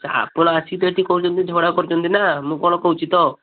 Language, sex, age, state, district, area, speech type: Odia, male, 18-30, Odisha, Balasore, rural, conversation